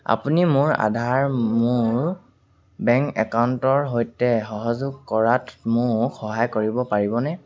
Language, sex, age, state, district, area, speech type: Assamese, male, 18-30, Assam, Sivasagar, rural, read